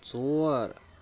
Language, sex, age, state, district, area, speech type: Kashmiri, male, 18-30, Jammu and Kashmir, Pulwama, urban, read